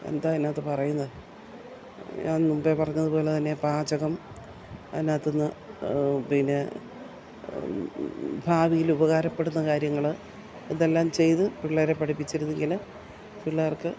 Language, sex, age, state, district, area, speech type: Malayalam, female, 60+, Kerala, Idukki, rural, spontaneous